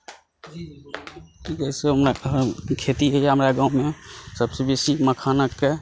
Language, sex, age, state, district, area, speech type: Maithili, male, 30-45, Bihar, Saharsa, rural, spontaneous